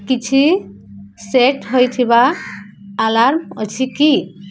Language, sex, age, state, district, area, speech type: Odia, female, 18-30, Odisha, Subarnapur, urban, read